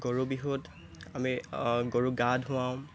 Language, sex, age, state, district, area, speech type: Assamese, male, 18-30, Assam, Tinsukia, urban, spontaneous